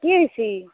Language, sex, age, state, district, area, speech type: Assamese, female, 18-30, Assam, Barpeta, rural, conversation